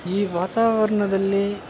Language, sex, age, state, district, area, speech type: Kannada, male, 60+, Karnataka, Kodagu, rural, spontaneous